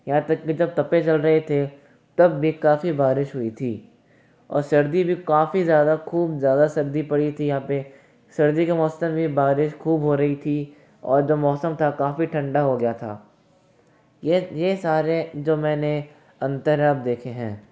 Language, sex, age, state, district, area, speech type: Hindi, male, 18-30, Rajasthan, Jaipur, urban, spontaneous